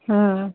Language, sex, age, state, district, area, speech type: Odia, female, 30-45, Odisha, Mayurbhanj, rural, conversation